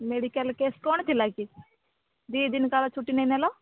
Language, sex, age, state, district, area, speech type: Odia, female, 18-30, Odisha, Balasore, rural, conversation